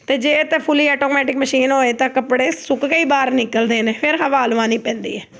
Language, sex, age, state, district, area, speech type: Punjabi, female, 30-45, Punjab, Amritsar, urban, spontaneous